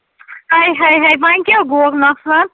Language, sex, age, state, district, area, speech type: Kashmiri, female, 30-45, Jammu and Kashmir, Ganderbal, rural, conversation